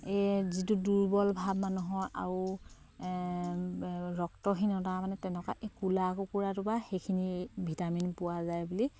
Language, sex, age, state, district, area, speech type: Assamese, female, 30-45, Assam, Sivasagar, rural, spontaneous